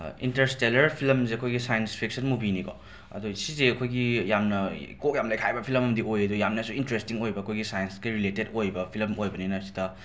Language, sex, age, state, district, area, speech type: Manipuri, male, 18-30, Manipur, Imphal West, urban, spontaneous